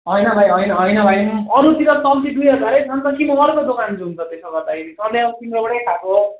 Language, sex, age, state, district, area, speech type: Nepali, male, 18-30, West Bengal, Darjeeling, rural, conversation